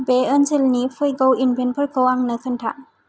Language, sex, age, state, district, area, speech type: Bodo, female, 18-30, Assam, Kokrajhar, rural, read